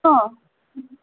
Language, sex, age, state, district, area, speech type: Goan Konkani, female, 18-30, Goa, Salcete, rural, conversation